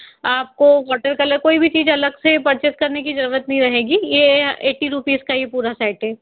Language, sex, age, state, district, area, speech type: Hindi, female, 18-30, Madhya Pradesh, Indore, urban, conversation